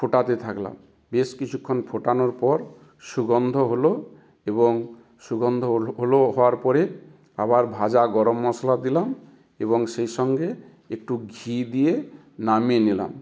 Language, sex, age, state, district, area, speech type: Bengali, male, 60+, West Bengal, South 24 Parganas, rural, spontaneous